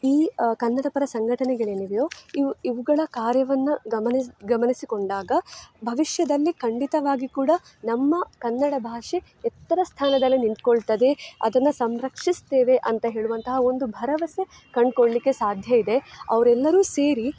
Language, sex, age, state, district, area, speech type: Kannada, female, 18-30, Karnataka, Dakshina Kannada, urban, spontaneous